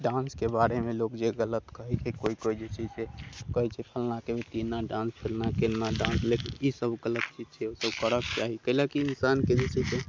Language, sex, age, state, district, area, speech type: Maithili, male, 30-45, Bihar, Muzaffarpur, urban, spontaneous